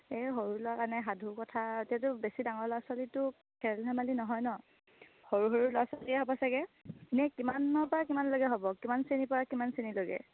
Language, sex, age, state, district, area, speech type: Assamese, female, 18-30, Assam, Sivasagar, rural, conversation